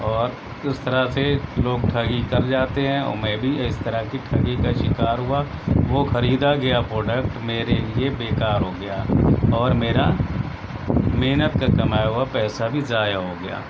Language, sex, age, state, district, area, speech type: Urdu, male, 60+, Uttar Pradesh, Shahjahanpur, rural, spontaneous